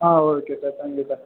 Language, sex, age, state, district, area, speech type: Tamil, male, 18-30, Tamil Nadu, Perambalur, rural, conversation